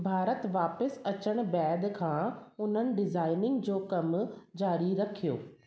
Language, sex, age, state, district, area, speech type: Sindhi, female, 30-45, Delhi, South Delhi, urban, read